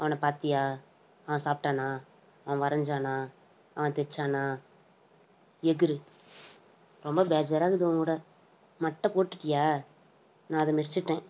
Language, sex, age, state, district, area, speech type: Tamil, female, 18-30, Tamil Nadu, Tiruvannamalai, urban, spontaneous